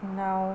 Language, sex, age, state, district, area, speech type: Bodo, female, 18-30, Assam, Kokrajhar, rural, spontaneous